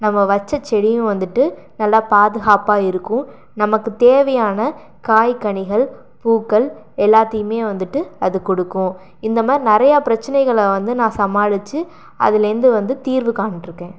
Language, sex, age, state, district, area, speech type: Tamil, female, 45-60, Tamil Nadu, Pudukkottai, rural, spontaneous